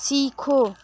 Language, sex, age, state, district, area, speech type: Hindi, female, 18-30, Bihar, Muzaffarpur, rural, read